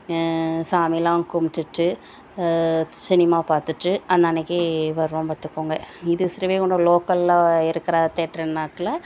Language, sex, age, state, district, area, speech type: Tamil, female, 30-45, Tamil Nadu, Thoothukudi, rural, spontaneous